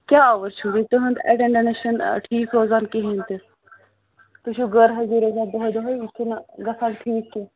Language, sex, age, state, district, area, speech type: Kashmiri, female, 30-45, Jammu and Kashmir, Bandipora, rural, conversation